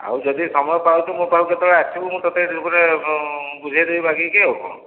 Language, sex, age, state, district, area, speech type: Odia, male, 45-60, Odisha, Dhenkanal, rural, conversation